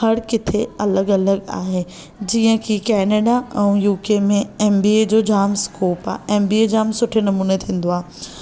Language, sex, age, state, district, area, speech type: Sindhi, female, 18-30, Maharashtra, Thane, urban, spontaneous